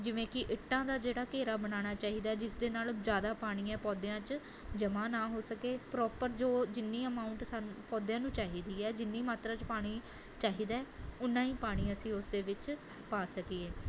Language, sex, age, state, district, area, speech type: Punjabi, female, 18-30, Punjab, Mohali, urban, spontaneous